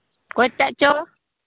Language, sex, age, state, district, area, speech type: Santali, female, 30-45, Jharkhand, Pakur, rural, conversation